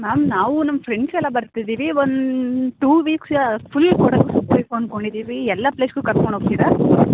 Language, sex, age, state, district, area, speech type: Kannada, female, 18-30, Karnataka, Kodagu, rural, conversation